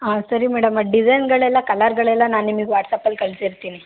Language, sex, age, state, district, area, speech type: Kannada, female, 18-30, Karnataka, Hassan, rural, conversation